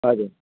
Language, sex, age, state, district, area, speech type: Nepali, male, 60+, West Bengal, Darjeeling, rural, conversation